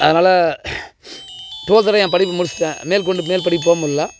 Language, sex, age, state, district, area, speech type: Tamil, male, 30-45, Tamil Nadu, Tiruvannamalai, rural, spontaneous